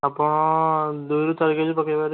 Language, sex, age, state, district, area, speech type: Odia, male, 18-30, Odisha, Kendujhar, urban, conversation